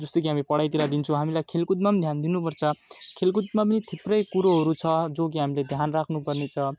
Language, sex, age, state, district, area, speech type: Nepali, male, 18-30, West Bengal, Alipurduar, urban, spontaneous